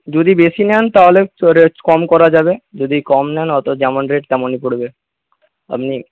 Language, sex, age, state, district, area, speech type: Bengali, male, 18-30, West Bengal, Jhargram, rural, conversation